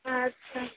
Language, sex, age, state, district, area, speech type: Bengali, female, 18-30, West Bengal, Howrah, urban, conversation